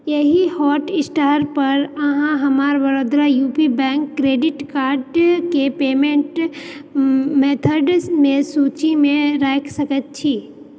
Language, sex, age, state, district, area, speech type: Maithili, female, 30-45, Bihar, Purnia, rural, read